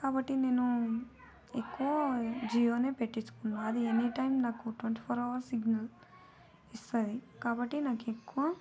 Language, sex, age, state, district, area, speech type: Telugu, female, 30-45, Telangana, Vikarabad, rural, spontaneous